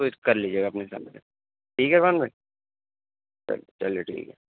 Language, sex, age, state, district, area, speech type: Urdu, male, 30-45, Uttar Pradesh, Gautam Buddha Nagar, urban, conversation